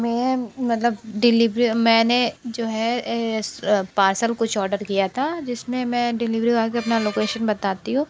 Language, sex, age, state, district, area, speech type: Hindi, female, 18-30, Uttar Pradesh, Sonbhadra, rural, spontaneous